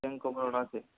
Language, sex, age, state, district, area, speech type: Hindi, male, 30-45, Rajasthan, Jodhpur, rural, conversation